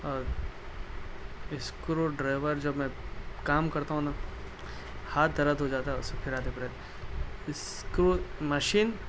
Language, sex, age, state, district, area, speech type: Urdu, male, 30-45, Telangana, Hyderabad, urban, spontaneous